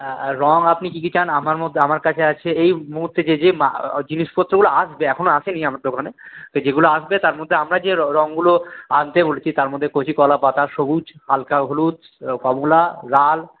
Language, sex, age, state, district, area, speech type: Bengali, male, 18-30, West Bengal, Purulia, urban, conversation